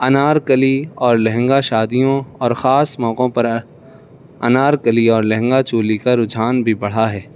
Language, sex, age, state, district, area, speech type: Urdu, male, 18-30, Uttar Pradesh, Saharanpur, urban, spontaneous